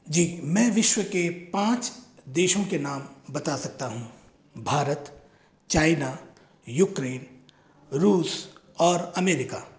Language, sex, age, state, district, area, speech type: Hindi, male, 30-45, Rajasthan, Jaipur, urban, spontaneous